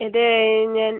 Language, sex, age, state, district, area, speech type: Malayalam, female, 18-30, Kerala, Kasaragod, rural, conversation